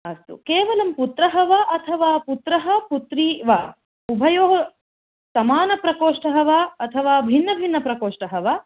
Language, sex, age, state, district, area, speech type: Sanskrit, female, 30-45, Karnataka, Hassan, urban, conversation